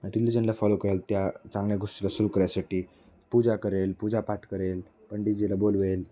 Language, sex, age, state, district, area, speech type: Marathi, male, 18-30, Maharashtra, Nanded, rural, spontaneous